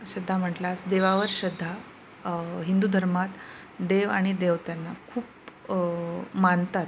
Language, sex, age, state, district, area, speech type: Marathi, female, 30-45, Maharashtra, Nanded, rural, spontaneous